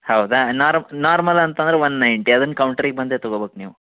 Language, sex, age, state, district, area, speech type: Kannada, male, 30-45, Karnataka, Dharwad, urban, conversation